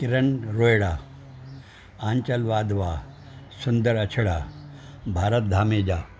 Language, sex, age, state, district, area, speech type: Sindhi, male, 60+, Maharashtra, Thane, urban, spontaneous